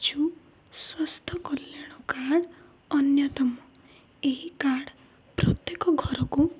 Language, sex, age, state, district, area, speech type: Odia, female, 18-30, Odisha, Ganjam, urban, spontaneous